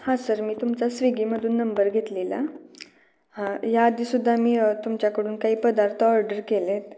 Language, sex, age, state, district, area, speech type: Marathi, female, 18-30, Maharashtra, Kolhapur, urban, spontaneous